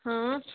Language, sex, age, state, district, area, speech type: Kashmiri, female, 18-30, Jammu and Kashmir, Budgam, rural, conversation